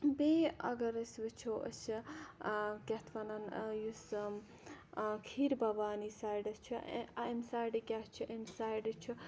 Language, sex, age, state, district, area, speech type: Kashmiri, female, 18-30, Jammu and Kashmir, Ganderbal, rural, spontaneous